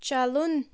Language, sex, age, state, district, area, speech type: Kashmiri, female, 30-45, Jammu and Kashmir, Budgam, rural, read